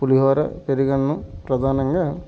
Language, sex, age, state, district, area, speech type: Telugu, male, 45-60, Andhra Pradesh, Alluri Sitarama Raju, rural, spontaneous